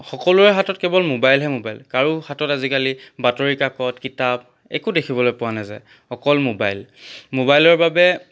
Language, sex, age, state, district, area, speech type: Assamese, male, 18-30, Assam, Charaideo, urban, spontaneous